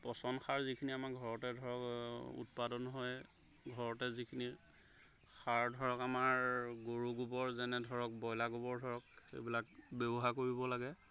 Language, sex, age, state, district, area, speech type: Assamese, male, 30-45, Assam, Golaghat, rural, spontaneous